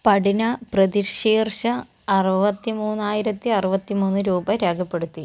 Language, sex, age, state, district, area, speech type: Malayalam, female, 45-60, Kerala, Kozhikode, urban, read